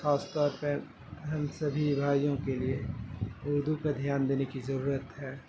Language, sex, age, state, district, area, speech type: Urdu, male, 18-30, Bihar, Saharsa, rural, spontaneous